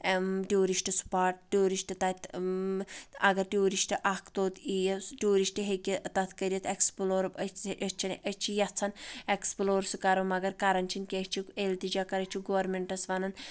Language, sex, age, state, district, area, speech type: Kashmiri, female, 45-60, Jammu and Kashmir, Anantnag, rural, spontaneous